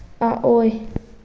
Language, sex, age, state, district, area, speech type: Manipuri, female, 18-30, Manipur, Thoubal, rural, read